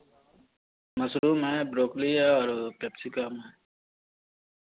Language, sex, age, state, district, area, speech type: Hindi, male, 30-45, Bihar, Vaishali, urban, conversation